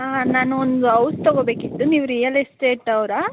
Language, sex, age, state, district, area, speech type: Kannada, female, 18-30, Karnataka, Ramanagara, rural, conversation